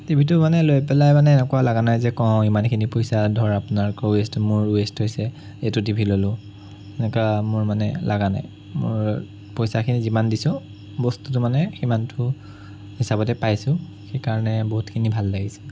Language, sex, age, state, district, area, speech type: Assamese, male, 30-45, Assam, Sonitpur, rural, spontaneous